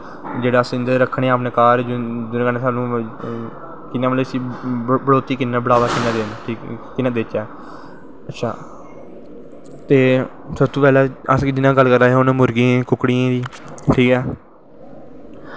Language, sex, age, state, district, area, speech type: Dogri, male, 18-30, Jammu and Kashmir, Jammu, rural, spontaneous